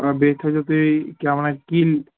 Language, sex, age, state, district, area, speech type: Kashmiri, male, 18-30, Jammu and Kashmir, Ganderbal, rural, conversation